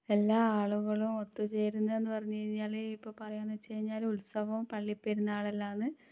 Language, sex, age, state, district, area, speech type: Malayalam, female, 30-45, Kerala, Kannur, rural, spontaneous